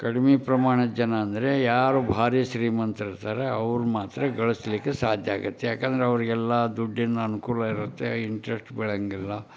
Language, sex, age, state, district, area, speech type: Kannada, male, 60+, Karnataka, Koppal, rural, spontaneous